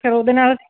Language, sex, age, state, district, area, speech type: Punjabi, female, 45-60, Punjab, Fatehgarh Sahib, rural, conversation